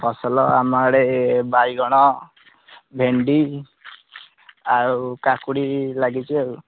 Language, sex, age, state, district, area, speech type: Odia, male, 18-30, Odisha, Nayagarh, rural, conversation